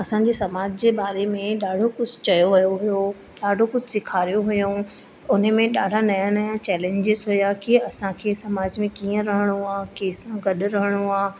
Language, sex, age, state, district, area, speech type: Sindhi, female, 30-45, Madhya Pradesh, Katni, urban, spontaneous